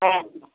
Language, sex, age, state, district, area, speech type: Bengali, female, 45-60, West Bengal, Hooghly, rural, conversation